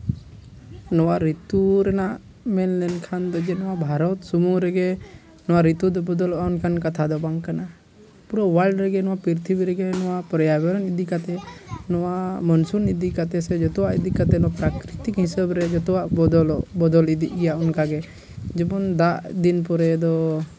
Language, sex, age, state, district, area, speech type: Santali, male, 30-45, Jharkhand, East Singhbhum, rural, spontaneous